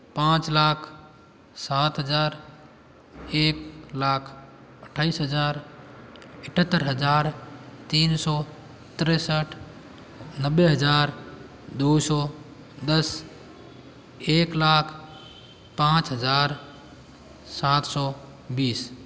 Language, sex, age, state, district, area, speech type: Hindi, male, 18-30, Rajasthan, Jodhpur, urban, spontaneous